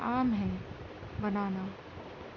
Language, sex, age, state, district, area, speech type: Urdu, female, 30-45, Uttar Pradesh, Gautam Buddha Nagar, urban, spontaneous